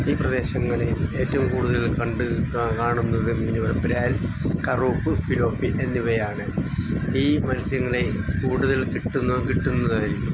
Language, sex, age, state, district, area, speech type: Malayalam, male, 60+, Kerala, Wayanad, rural, spontaneous